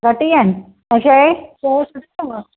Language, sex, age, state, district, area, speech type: Sindhi, female, 45-60, Maharashtra, Thane, urban, conversation